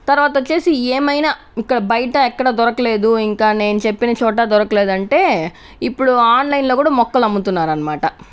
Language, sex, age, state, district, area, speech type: Telugu, other, 30-45, Andhra Pradesh, Chittoor, rural, spontaneous